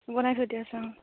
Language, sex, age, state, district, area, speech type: Assamese, female, 18-30, Assam, Morigaon, rural, conversation